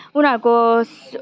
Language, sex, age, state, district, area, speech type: Nepali, female, 18-30, West Bengal, Kalimpong, rural, spontaneous